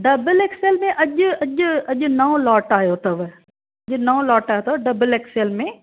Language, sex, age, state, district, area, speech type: Sindhi, female, 45-60, Maharashtra, Thane, urban, conversation